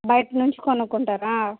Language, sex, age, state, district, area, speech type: Telugu, female, 30-45, Andhra Pradesh, Annamaya, urban, conversation